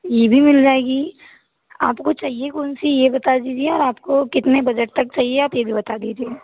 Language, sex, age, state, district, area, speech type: Hindi, other, 18-30, Madhya Pradesh, Balaghat, rural, conversation